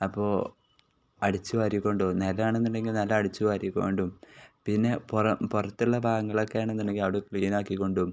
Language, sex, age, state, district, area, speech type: Malayalam, male, 18-30, Kerala, Kozhikode, rural, spontaneous